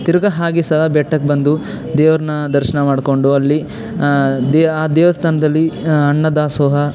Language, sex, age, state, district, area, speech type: Kannada, male, 18-30, Karnataka, Chamarajanagar, urban, spontaneous